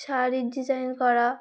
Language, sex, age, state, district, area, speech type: Bengali, female, 18-30, West Bengal, Uttar Dinajpur, urban, spontaneous